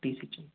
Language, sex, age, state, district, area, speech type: Hindi, female, 18-30, Madhya Pradesh, Gwalior, rural, conversation